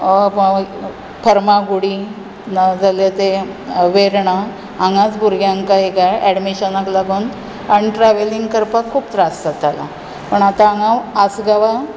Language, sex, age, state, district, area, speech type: Goan Konkani, female, 45-60, Goa, Bardez, urban, spontaneous